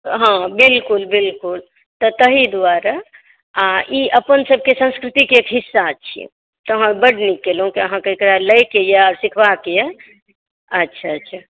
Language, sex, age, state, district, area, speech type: Maithili, female, 45-60, Bihar, Saharsa, urban, conversation